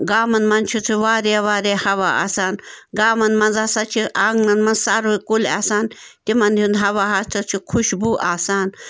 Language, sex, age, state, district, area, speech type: Kashmiri, female, 30-45, Jammu and Kashmir, Bandipora, rural, spontaneous